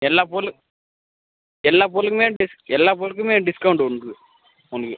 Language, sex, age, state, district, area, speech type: Tamil, male, 18-30, Tamil Nadu, Cuddalore, rural, conversation